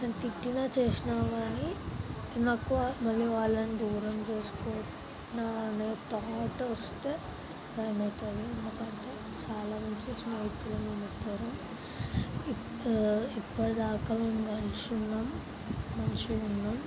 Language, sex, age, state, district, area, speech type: Telugu, female, 18-30, Telangana, Sangareddy, urban, spontaneous